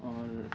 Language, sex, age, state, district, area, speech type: Urdu, male, 18-30, Delhi, Central Delhi, urban, spontaneous